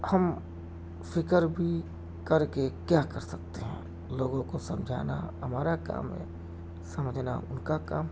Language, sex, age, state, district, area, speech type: Urdu, male, 30-45, Uttar Pradesh, Mau, urban, spontaneous